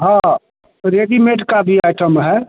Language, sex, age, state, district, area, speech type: Hindi, male, 60+, Bihar, Madhepura, rural, conversation